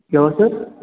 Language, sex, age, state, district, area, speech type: Hindi, male, 18-30, Rajasthan, Jodhpur, urban, conversation